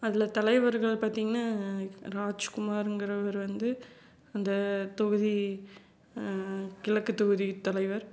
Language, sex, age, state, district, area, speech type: Tamil, female, 30-45, Tamil Nadu, Salem, urban, spontaneous